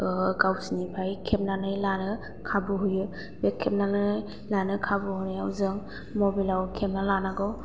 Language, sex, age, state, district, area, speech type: Bodo, female, 18-30, Assam, Chirang, rural, spontaneous